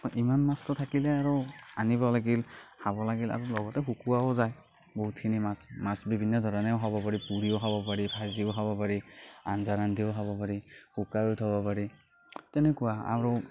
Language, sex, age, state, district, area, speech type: Assamese, male, 45-60, Assam, Morigaon, rural, spontaneous